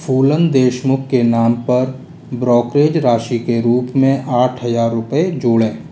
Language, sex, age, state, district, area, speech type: Hindi, male, 18-30, Rajasthan, Jaipur, urban, read